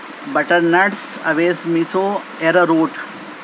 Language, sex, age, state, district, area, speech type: Urdu, male, 45-60, Delhi, East Delhi, urban, spontaneous